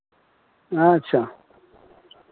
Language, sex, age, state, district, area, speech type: Maithili, male, 60+, Bihar, Madhepura, rural, conversation